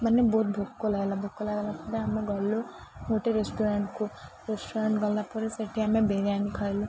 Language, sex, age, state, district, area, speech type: Odia, female, 18-30, Odisha, Ganjam, urban, spontaneous